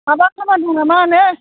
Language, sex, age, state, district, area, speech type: Bodo, female, 60+, Assam, Chirang, rural, conversation